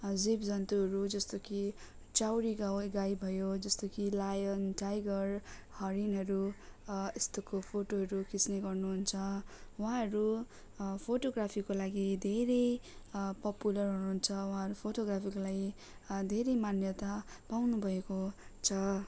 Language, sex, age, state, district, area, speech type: Nepali, female, 18-30, West Bengal, Darjeeling, rural, spontaneous